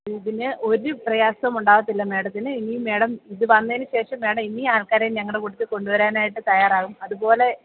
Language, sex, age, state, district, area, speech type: Malayalam, female, 30-45, Kerala, Kottayam, urban, conversation